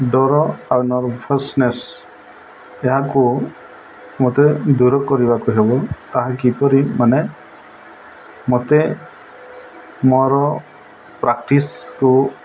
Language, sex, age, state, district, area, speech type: Odia, male, 45-60, Odisha, Nabarangpur, urban, spontaneous